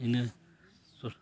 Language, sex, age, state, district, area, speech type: Santali, male, 30-45, West Bengal, Paschim Bardhaman, rural, spontaneous